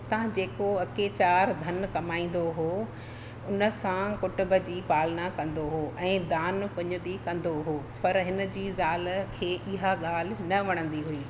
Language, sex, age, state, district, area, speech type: Sindhi, female, 45-60, Madhya Pradesh, Katni, rural, spontaneous